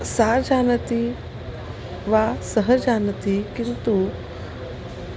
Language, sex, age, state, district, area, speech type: Sanskrit, female, 45-60, Maharashtra, Nagpur, urban, spontaneous